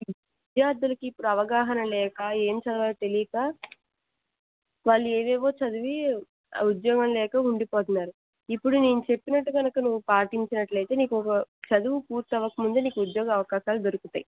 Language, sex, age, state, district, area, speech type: Telugu, female, 60+, Andhra Pradesh, Krishna, urban, conversation